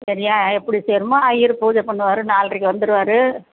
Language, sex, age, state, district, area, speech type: Tamil, female, 60+, Tamil Nadu, Perambalur, rural, conversation